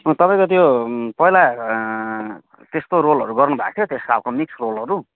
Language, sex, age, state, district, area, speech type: Nepali, male, 30-45, West Bengal, Kalimpong, rural, conversation